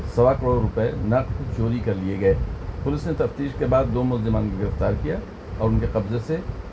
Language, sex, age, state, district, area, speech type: Urdu, male, 60+, Delhi, Central Delhi, urban, spontaneous